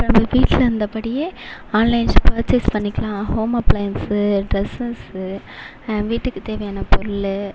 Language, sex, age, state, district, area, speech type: Tamil, female, 18-30, Tamil Nadu, Mayiladuthurai, urban, spontaneous